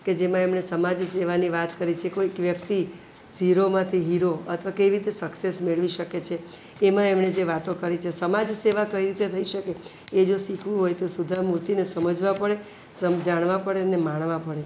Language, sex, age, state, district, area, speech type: Gujarati, female, 45-60, Gujarat, Surat, urban, spontaneous